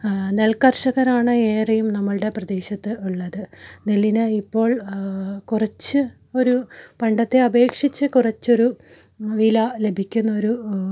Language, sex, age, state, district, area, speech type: Malayalam, female, 30-45, Kerala, Malappuram, rural, spontaneous